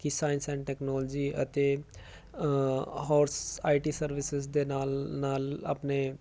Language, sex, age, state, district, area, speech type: Punjabi, male, 30-45, Punjab, Jalandhar, urban, spontaneous